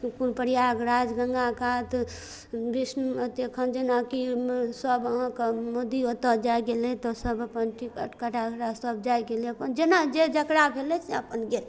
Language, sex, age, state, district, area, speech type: Maithili, female, 30-45, Bihar, Darbhanga, urban, spontaneous